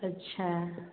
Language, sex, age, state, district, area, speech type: Maithili, female, 18-30, Bihar, Samastipur, urban, conversation